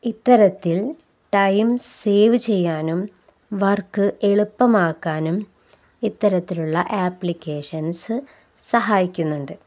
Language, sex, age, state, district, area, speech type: Malayalam, female, 18-30, Kerala, Palakkad, rural, spontaneous